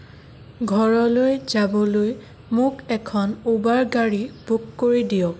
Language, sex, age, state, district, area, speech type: Assamese, female, 18-30, Assam, Sonitpur, rural, read